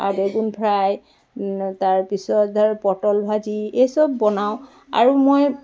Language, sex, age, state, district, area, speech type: Assamese, female, 45-60, Assam, Dibrugarh, rural, spontaneous